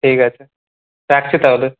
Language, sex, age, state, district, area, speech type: Bengali, male, 18-30, West Bengal, Kolkata, urban, conversation